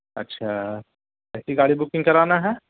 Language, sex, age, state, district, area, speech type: Urdu, female, 18-30, Bihar, Gaya, urban, conversation